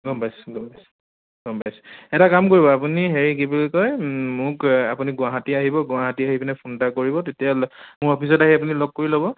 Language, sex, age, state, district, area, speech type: Assamese, male, 18-30, Assam, Charaideo, urban, conversation